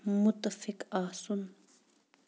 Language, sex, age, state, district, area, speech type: Kashmiri, female, 30-45, Jammu and Kashmir, Shopian, urban, read